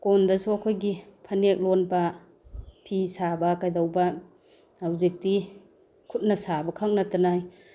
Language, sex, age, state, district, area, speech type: Manipuri, female, 45-60, Manipur, Bishnupur, rural, spontaneous